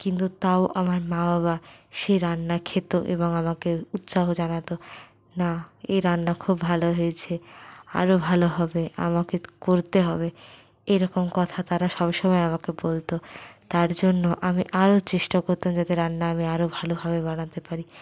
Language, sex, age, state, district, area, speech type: Bengali, female, 60+, West Bengal, Purulia, rural, spontaneous